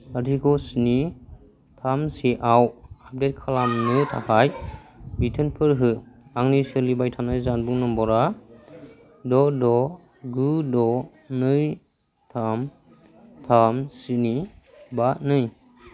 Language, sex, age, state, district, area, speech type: Bodo, male, 18-30, Assam, Kokrajhar, rural, read